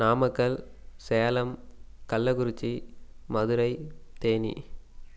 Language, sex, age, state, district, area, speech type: Tamil, male, 18-30, Tamil Nadu, Namakkal, rural, spontaneous